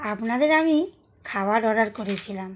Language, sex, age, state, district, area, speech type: Bengali, female, 45-60, West Bengal, Howrah, urban, spontaneous